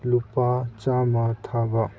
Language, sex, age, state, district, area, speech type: Manipuri, male, 30-45, Manipur, Kangpokpi, urban, read